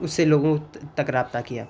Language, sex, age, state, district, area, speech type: Urdu, male, 30-45, Uttar Pradesh, Gautam Buddha Nagar, urban, spontaneous